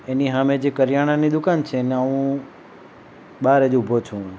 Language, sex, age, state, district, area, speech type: Gujarati, male, 45-60, Gujarat, Valsad, rural, spontaneous